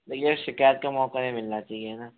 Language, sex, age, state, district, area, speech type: Hindi, male, 18-30, Rajasthan, Jaipur, urban, conversation